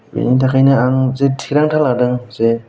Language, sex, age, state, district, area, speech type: Bodo, male, 18-30, Assam, Kokrajhar, rural, spontaneous